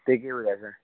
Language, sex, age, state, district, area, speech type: Gujarati, male, 18-30, Gujarat, Anand, rural, conversation